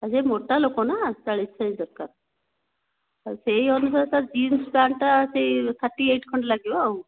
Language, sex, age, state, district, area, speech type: Odia, female, 45-60, Odisha, Nayagarh, rural, conversation